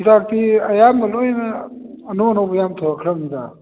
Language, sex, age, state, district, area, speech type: Manipuri, male, 60+, Manipur, Kakching, rural, conversation